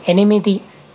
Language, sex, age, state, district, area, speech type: Telugu, male, 18-30, Telangana, Nalgonda, urban, read